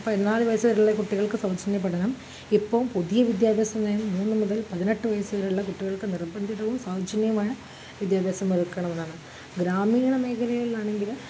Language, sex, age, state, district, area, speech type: Malayalam, female, 30-45, Kerala, Kozhikode, rural, spontaneous